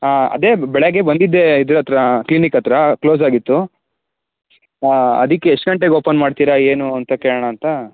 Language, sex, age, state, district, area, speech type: Kannada, male, 18-30, Karnataka, Tumkur, urban, conversation